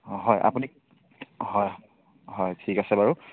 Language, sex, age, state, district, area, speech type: Assamese, male, 30-45, Assam, Biswanath, rural, conversation